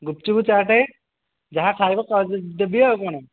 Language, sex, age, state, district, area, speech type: Odia, male, 18-30, Odisha, Dhenkanal, rural, conversation